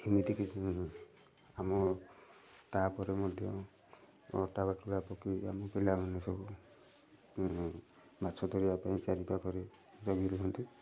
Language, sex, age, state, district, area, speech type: Odia, male, 30-45, Odisha, Kendujhar, urban, spontaneous